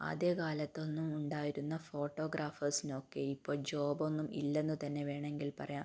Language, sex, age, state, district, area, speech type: Malayalam, female, 18-30, Kerala, Kannur, rural, spontaneous